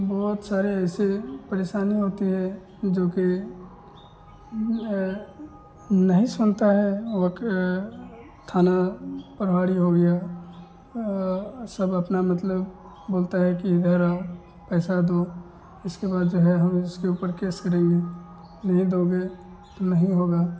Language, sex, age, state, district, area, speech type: Hindi, male, 18-30, Bihar, Madhepura, rural, spontaneous